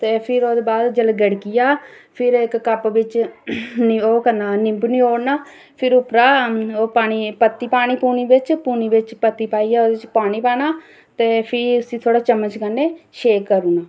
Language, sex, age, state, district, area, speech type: Dogri, female, 30-45, Jammu and Kashmir, Reasi, rural, spontaneous